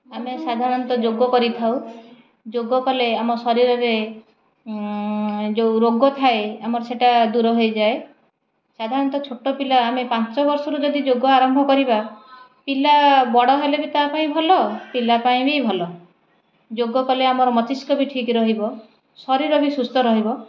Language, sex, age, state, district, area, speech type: Odia, female, 30-45, Odisha, Kendrapara, urban, spontaneous